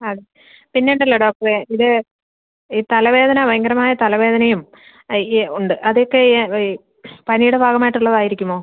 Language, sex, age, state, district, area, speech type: Malayalam, female, 45-60, Kerala, Kasaragod, urban, conversation